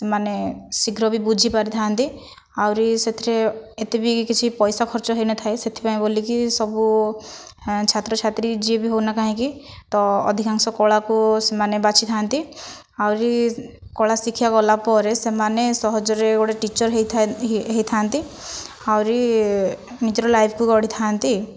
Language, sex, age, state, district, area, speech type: Odia, female, 30-45, Odisha, Kandhamal, rural, spontaneous